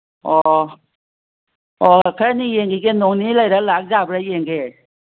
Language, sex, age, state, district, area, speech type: Manipuri, female, 60+, Manipur, Kangpokpi, urban, conversation